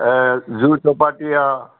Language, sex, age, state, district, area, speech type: Sindhi, male, 60+, Maharashtra, Mumbai Suburban, urban, conversation